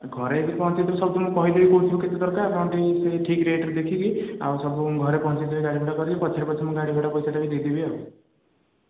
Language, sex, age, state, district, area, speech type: Odia, male, 18-30, Odisha, Khordha, rural, conversation